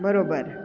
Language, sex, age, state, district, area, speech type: Marathi, female, 45-60, Maharashtra, Nashik, urban, spontaneous